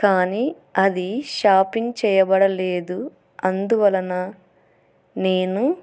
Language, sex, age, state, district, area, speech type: Telugu, female, 45-60, Andhra Pradesh, Kurnool, urban, spontaneous